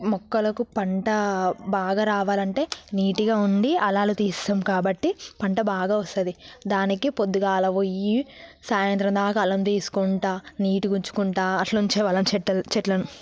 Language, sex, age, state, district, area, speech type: Telugu, female, 18-30, Telangana, Yadadri Bhuvanagiri, rural, spontaneous